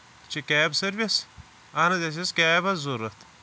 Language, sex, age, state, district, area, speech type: Kashmiri, male, 30-45, Jammu and Kashmir, Shopian, rural, spontaneous